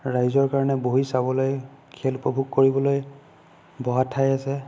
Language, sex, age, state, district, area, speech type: Assamese, male, 30-45, Assam, Sonitpur, rural, spontaneous